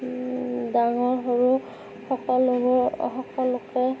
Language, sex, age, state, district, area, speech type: Assamese, female, 18-30, Assam, Darrang, rural, spontaneous